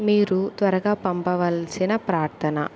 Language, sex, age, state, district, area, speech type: Telugu, female, 18-30, Andhra Pradesh, Kurnool, rural, spontaneous